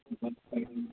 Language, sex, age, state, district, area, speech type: Hindi, male, 30-45, Rajasthan, Jaipur, urban, conversation